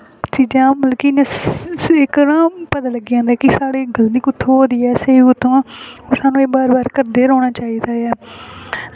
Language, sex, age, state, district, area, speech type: Dogri, female, 18-30, Jammu and Kashmir, Samba, rural, spontaneous